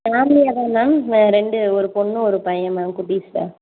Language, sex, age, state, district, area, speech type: Tamil, female, 18-30, Tamil Nadu, Sivaganga, rural, conversation